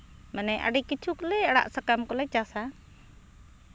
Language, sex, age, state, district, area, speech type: Santali, female, 45-60, Jharkhand, Seraikela Kharsawan, rural, spontaneous